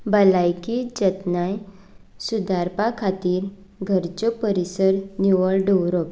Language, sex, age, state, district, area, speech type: Goan Konkani, female, 18-30, Goa, Canacona, rural, spontaneous